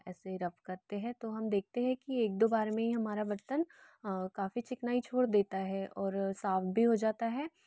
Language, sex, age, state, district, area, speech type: Hindi, female, 18-30, Madhya Pradesh, Betul, rural, spontaneous